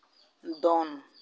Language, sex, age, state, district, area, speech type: Santali, male, 18-30, West Bengal, Malda, rural, read